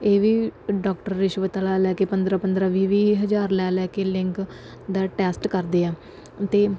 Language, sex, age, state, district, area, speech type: Punjabi, female, 18-30, Punjab, Bathinda, rural, spontaneous